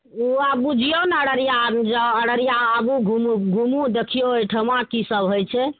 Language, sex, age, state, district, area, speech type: Maithili, female, 45-60, Bihar, Araria, rural, conversation